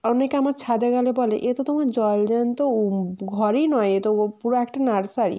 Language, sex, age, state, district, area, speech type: Bengali, female, 18-30, West Bengal, Jalpaiguri, rural, spontaneous